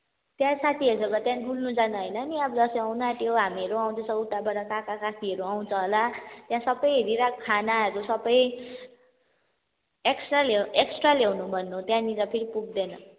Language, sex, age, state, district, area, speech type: Nepali, female, 18-30, West Bengal, Kalimpong, rural, conversation